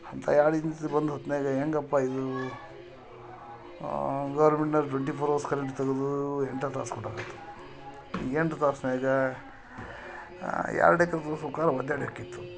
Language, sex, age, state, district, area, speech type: Kannada, male, 45-60, Karnataka, Koppal, rural, spontaneous